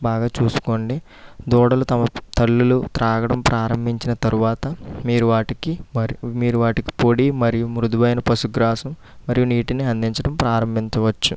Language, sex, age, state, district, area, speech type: Telugu, male, 30-45, Andhra Pradesh, East Godavari, rural, spontaneous